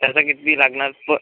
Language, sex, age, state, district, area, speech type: Marathi, male, 18-30, Maharashtra, Washim, rural, conversation